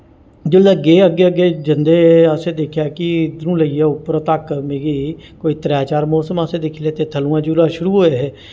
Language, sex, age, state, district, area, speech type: Dogri, male, 45-60, Jammu and Kashmir, Jammu, urban, spontaneous